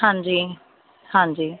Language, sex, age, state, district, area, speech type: Punjabi, female, 30-45, Punjab, Jalandhar, urban, conversation